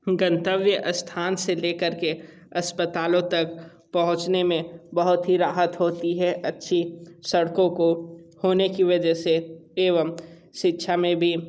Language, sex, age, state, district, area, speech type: Hindi, male, 30-45, Uttar Pradesh, Sonbhadra, rural, spontaneous